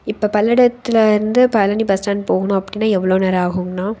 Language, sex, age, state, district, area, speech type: Tamil, female, 18-30, Tamil Nadu, Tiruppur, rural, spontaneous